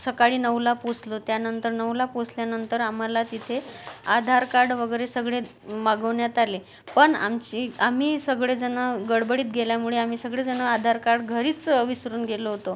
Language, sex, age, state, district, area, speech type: Marathi, female, 30-45, Maharashtra, Amravati, urban, spontaneous